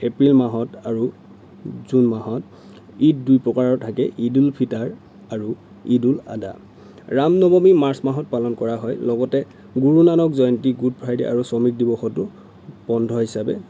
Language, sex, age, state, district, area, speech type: Assamese, male, 30-45, Assam, Lakhimpur, rural, spontaneous